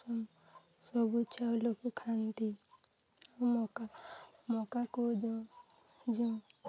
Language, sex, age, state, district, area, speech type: Odia, female, 18-30, Odisha, Nuapada, urban, spontaneous